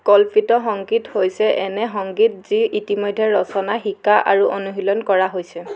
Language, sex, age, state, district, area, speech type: Assamese, female, 18-30, Assam, Jorhat, urban, read